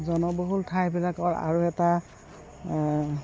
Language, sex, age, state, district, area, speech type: Assamese, female, 60+, Assam, Goalpara, urban, spontaneous